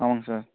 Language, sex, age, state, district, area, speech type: Tamil, male, 18-30, Tamil Nadu, Tiruchirappalli, rural, conversation